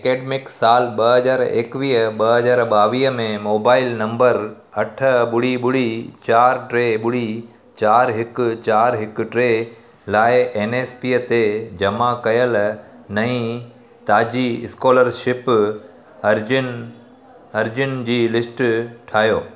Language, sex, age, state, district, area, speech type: Sindhi, male, 30-45, Gujarat, Surat, urban, read